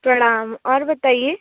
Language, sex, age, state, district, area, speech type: Hindi, female, 30-45, Uttar Pradesh, Bhadohi, rural, conversation